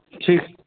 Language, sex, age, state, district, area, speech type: Hindi, male, 30-45, Madhya Pradesh, Ujjain, rural, conversation